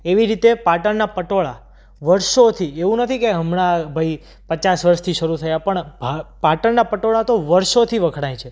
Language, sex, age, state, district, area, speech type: Gujarati, male, 18-30, Gujarat, Surat, urban, spontaneous